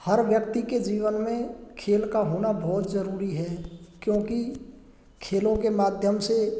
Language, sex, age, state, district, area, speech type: Hindi, male, 30-45, Rajasthan, Karauli, urban, spontaneous